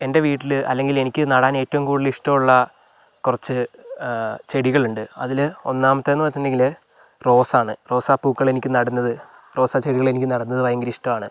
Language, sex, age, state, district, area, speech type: Malayalam, male, 45-60, Kerala, Wayanad, rural, spontaneous